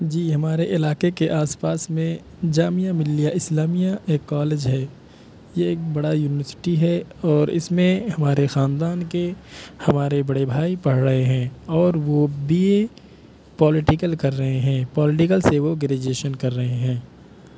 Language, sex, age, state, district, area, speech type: Urdu, male, 18-30, Delhi, South Delhi, urban, spontaneous